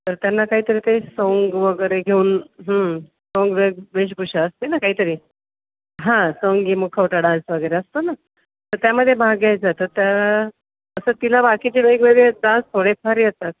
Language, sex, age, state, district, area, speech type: Marathi, female, 45-60, Maharashtra, Nashik, urban, conversation